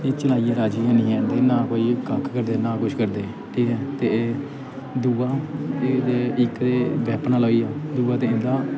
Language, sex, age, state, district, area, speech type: Dogri, male, 18-30, Jammu and Kashmir, Kathua, rural, spontaneous